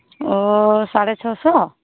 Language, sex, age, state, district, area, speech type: Santali, female, 30-45, West Bengal, Malda, rural, conversation